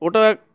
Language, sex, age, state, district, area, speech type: Bengali, male, 30-45, West Bengal, Uttar Dinajpur, urban, spontaneous